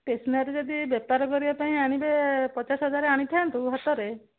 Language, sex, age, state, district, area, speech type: Odia, female, 60+, Odisha, Jharsuguda, rural, conversation